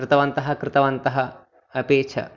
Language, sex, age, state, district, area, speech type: Sanskrit, male, 30-45, Telangana, Ranga Reddy, urban, spontaneous